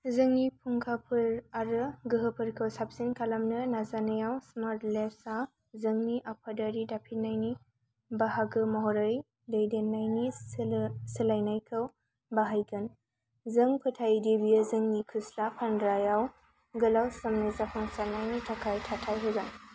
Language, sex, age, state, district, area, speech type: Bodo, female, 18-30, Assam, Kokrajhar, rural, read